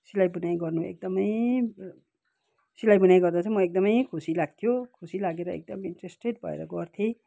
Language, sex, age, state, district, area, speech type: Nepali, female, 45-60, West Bengal, Kalimpong, rural, spontaneous